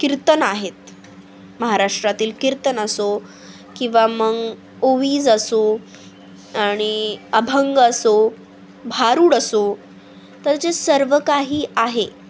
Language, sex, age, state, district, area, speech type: Marathi, female, 18-30, Maharashtra, Nanded, rural, spontaneous